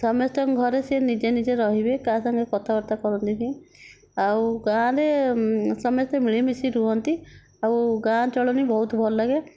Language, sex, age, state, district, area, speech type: Odia, female, 60+, Odisha, Nayagarh, rural, spontaneous